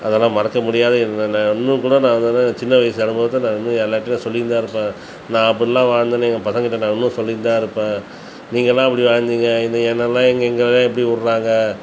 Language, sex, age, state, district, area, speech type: Tamil, male, 45-60, Tamil Nadu, Tiruchirappalli, rural, spontaneous